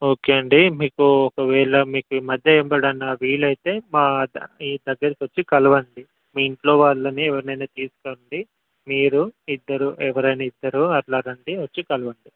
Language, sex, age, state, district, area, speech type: Telugu, male, 18-30, Telangana, Mulugu, rural, conversation